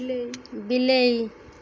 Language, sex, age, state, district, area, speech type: Odia, female, 30-45, Odisha, Malkangiri, urban, read